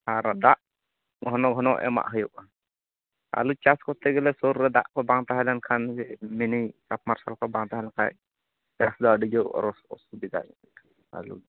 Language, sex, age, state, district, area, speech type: Santali, male, 30-45, West Bengal, Bankura, rural, conversation